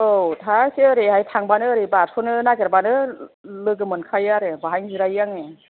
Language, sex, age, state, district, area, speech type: Bodo, female, 45-60, Assam, Kokrajhar, urban, conversation